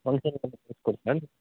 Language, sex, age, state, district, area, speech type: Kannada, male, 45-60, Karnataka, Raichur, rural, conversation